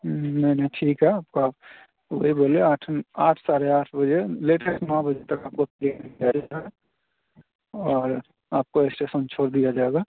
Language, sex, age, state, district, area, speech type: Hindi, male, 30-45, Bihar, Begusarai, rural, conversation